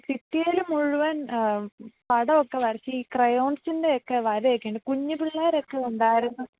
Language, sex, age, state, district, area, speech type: Malayalam, female, 18-30, Kerala, Pathanamthitta, rural, conversation